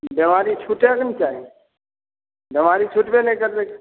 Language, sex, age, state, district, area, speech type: Maithili, male, 45-60, Bihar, Begusarai, rural, conversation